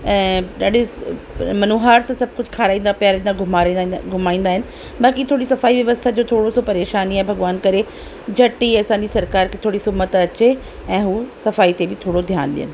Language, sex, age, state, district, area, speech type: Sindhi, female, 45-60, Rajasthan, Ajmer, rural, spontaneous